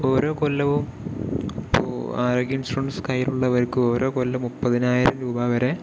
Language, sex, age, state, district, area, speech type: Malayalam, male, 30-45, Kerala, Palakkad, urban, spontaneous